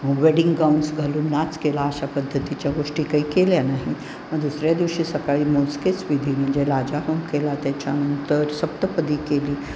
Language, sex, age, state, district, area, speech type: Marathi, female, 60+, Maharashtra, Pune, urban, spontaneous